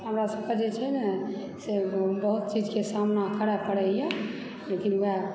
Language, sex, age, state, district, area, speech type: Maithili, female, 30-45, Bihar, Supaul, urban, spontaneous